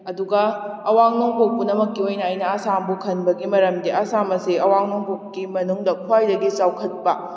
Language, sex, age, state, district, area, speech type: Manipuri, female, 18-30, Manipur, Kakching, rural, spontaneous